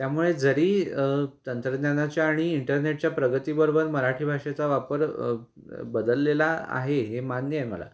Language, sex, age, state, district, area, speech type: Marathi, male, 18-30, Maharashtra, Kolhapur, urban, spontaneous